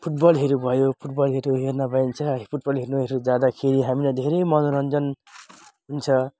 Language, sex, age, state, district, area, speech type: Nepali, male, 18-30, West Bengal, Jalpaiguri, rural, spontaneous